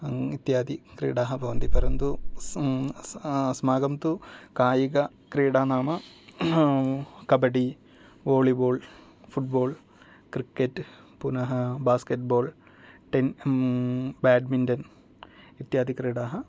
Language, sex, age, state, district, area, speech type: Sanskrit, male, 30-45, Kerala, Thrissur, urban, spontaneous